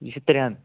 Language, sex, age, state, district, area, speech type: Kashmiri, male, 18-30, Jammu and Kashmir, Kulgam, rural, conversation